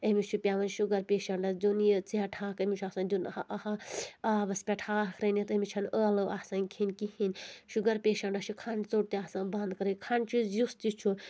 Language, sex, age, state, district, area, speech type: Kashmiri, female, 18-30, Jammu and Kashmir, Anantnag, rural, spontaneous